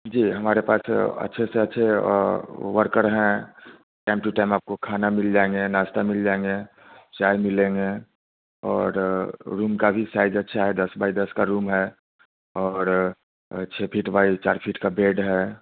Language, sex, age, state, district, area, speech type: Hindi, male, 30-45, Bihar, Vaishali, rural, conversation